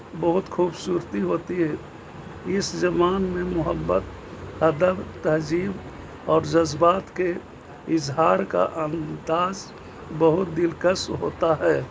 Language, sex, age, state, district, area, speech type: Urdu, male, 60+, Bihar, Gaya, urban, spontaneous